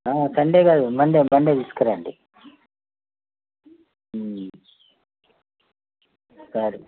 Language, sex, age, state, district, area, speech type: Telugu, male, 45-60, Telangana, Bhadradri Kothagudem, urban, conversation